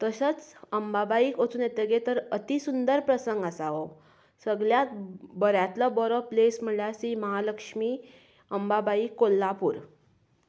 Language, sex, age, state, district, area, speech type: Goan Konkani, female, 30-45, Goa, Canacona, rural, spontaneous